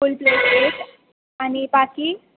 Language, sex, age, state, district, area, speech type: Marathi, female, 18-30, Maharashtra, Sindhudurg, rural, conversation